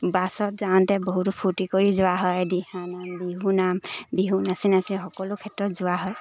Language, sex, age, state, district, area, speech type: Assamese, female, 18-30, Assam, Lakhimpur, urban, spontaneous